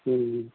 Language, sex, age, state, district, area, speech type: Hindi, male, 60+, Bihar, Madhepura, rural, conversation